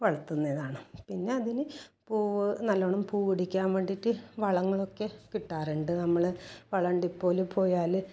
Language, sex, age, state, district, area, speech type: Malayalam, female, 45-60, Kerala, Kasaragod, rural, spontaneous